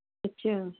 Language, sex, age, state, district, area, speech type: Punjabi, female, 45-60, Punjab, Fazilka, rural, conversation